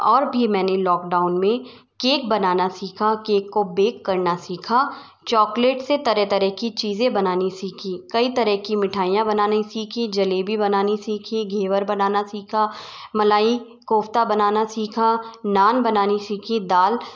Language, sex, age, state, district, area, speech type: Hindi, female, 60+, Rajasthan, Jaipur, urban, spontaneous